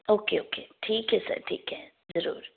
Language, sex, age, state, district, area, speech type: Punjabi, female, 30-45, Punjab, Firozpur, urban, conversation